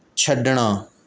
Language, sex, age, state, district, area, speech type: Punjabi, male, 18-30, Punjab, Mohali, rural, read